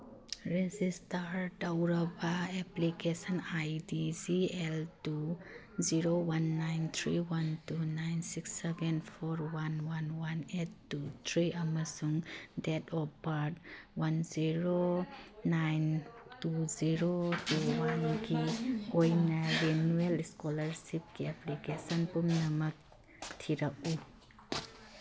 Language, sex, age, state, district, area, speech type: Manipuri, female, 45-60, Manipur, Churachandpur, urban, read